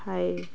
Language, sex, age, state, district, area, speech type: Odia, female, 18-30, Odisha, Balangir, urban, spontaneous